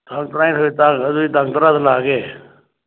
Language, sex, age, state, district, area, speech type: Manipuri, male, 60+, Manipur, Churachandpur, urban, conversation